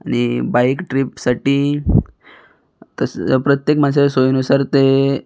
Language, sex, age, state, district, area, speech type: Marathi, male, 18-30, Maharashtra, Raigad, rural, spontaneous